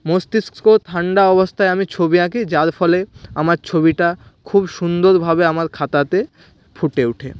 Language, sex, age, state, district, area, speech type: Bengali, male, 30-45, West Bengal, Purba Medinipur, rural, spontaneous